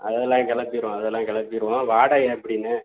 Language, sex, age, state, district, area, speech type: Tamil, male, 45-60, Tamil Nadu, Sivaganga, rural, conversation